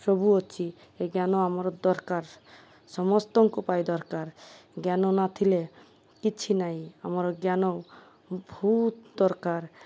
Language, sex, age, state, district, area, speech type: Odia, female, 30-45, Odisha, Malkangiri, urban, spontaneous